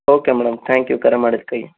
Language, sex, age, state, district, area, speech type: Kannada, male, 18-30, Karnataka, Bidar, urban, conversation